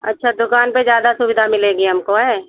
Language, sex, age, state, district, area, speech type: Hindi, female, 60+, Uttar Pradesh, Sitapur, rural, conversation